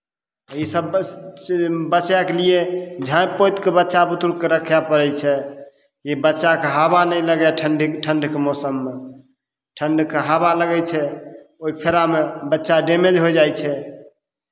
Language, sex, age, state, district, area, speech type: Maithili, male, 45-60, Bihar, Begusarai, rural, spontaneous